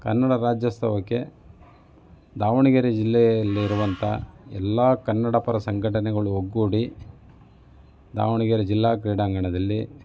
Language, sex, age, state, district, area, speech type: Kannada, male, 45-60, Karnataka, Davanagere, urban, spontaneous